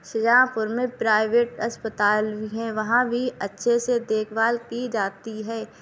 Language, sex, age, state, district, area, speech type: Urdu, female, 18-30, Uttar Pradesh, Shahjahanpur, urban, spontaneous